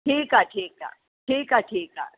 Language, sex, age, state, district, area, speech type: Sindhi, female, 60+, Delhi, South Delhi, urban, conversation